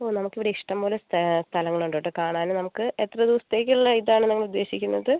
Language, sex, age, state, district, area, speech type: Malayalam, female, 45-60, Kerala, Wayanad, rural, conversation